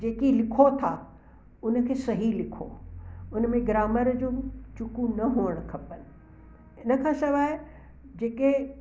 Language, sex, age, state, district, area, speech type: Sindhi, female, 60+, Gujarat, Kutch, urban, spontaneous